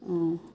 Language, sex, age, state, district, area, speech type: Assamese, female, 45-60, Assam, Biswanath, rural, spontaneous